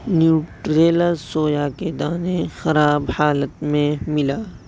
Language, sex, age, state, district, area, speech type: Urdu, male, 18-30, Delhi, South Delhi, urban, read